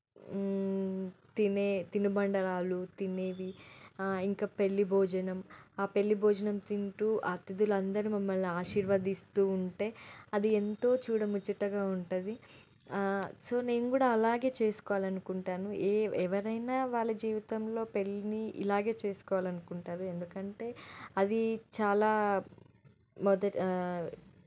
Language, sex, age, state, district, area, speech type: Telugu, female, 18-30, Telangana, Medak, rural, spontaneous